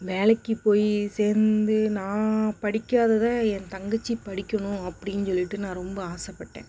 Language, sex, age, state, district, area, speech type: Tamil, female, 30-45, Tamil Nadu, Perambalur, rural, spontaneous